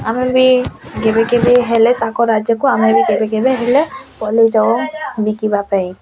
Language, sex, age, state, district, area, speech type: Odia, female, 18-30, Odisha, Bargarh, rural, spontaneous